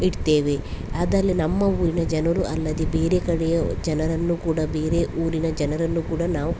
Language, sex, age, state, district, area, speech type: Kannada, female, 18-30, Karnataka, Udupi, rural, spontaneous